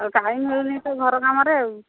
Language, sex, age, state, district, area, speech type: Odia, female, 45-60, Odisha, Angul, rural, conversation